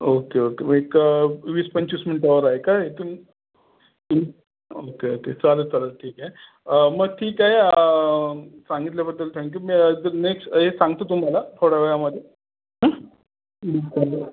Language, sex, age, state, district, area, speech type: Marathi, male, 45-60, Maharashtra, Raigad, rural, conversation